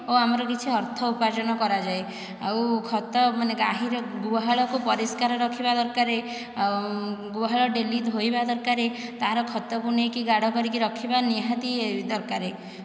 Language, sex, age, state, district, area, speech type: Odia, female, 60+, Odisha, Dhenkanal, rural, spontaneous